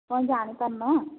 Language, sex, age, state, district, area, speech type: Odia, female, 45-60, Odisha, Angul, rural, conversation